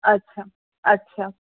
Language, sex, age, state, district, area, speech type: Bengali, female, 18-30, West Bengal, Malda, rural, conversation